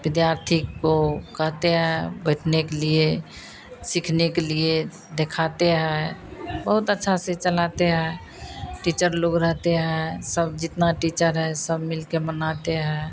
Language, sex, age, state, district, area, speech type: Hindi, female, 60+, Bihar, Madhepura, rural, spontaneous